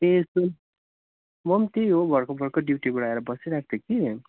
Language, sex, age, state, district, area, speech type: Nepali, male, 18-30, West Bengal, Darjeeling, rural, conversation